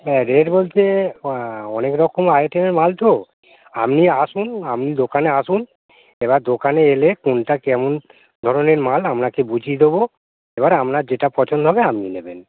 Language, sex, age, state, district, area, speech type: Bengali, male, 45-60, West Bengal, Hooghly, rural, conversation